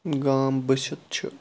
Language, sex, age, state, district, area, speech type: Kashmiri, male, 30-45, Jammu and Kashmir, Bandipora, rural, spontaneous